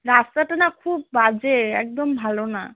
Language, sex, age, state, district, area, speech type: Bengali, female, 18-30, West Bengal, Alipurduar, rural, conversation